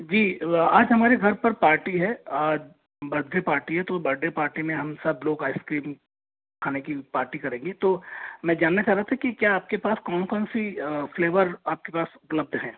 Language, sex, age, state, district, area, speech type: Hindi, male, 30-45, Rajasthan, Jaipur, urban, conversation